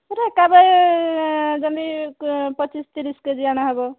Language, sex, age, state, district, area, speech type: Odia, female, 30-45, Odisha, Dhenkanal, rural, conversation